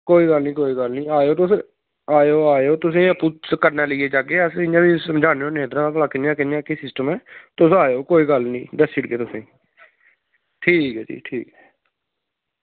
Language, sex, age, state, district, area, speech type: Dogri, male, 30-45, Jammu and Kashmir, Samba, rural, conversation